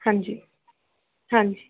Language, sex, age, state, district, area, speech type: Punjabi, female, 18-30, Punjab, Pathankot, rural, conversation